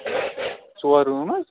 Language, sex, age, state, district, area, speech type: Kashmiri, male, 18-30, Jammu and Kashmir, Kupwara, rural, conversation